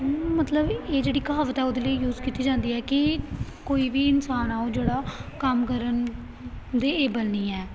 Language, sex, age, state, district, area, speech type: Punjabi, female, 18-30, Punjab, Gurdaspur, rural, spontaneous